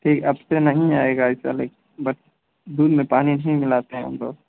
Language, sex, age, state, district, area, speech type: Hindi, male, 18-30, Uttar Pradesh, Mau, rural, conversation